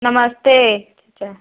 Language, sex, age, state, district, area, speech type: Hindi, female, 30-45, Uttar Pradesh, Prayagraj, urban, conversation